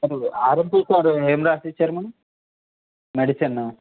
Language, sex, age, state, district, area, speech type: Telugu, male, 30-45, Telangana, Peddapalli, rural, conversation